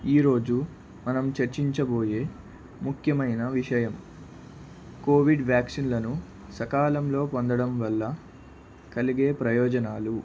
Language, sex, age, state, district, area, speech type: Telugu, male, 18-30, Andhra Pradesh, Palnadu, rural, spontaneous